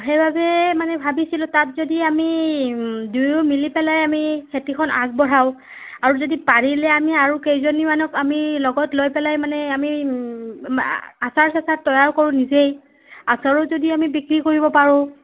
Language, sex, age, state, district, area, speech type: Assamese, female, 30-45, Assam, Nagaon, rural, conversation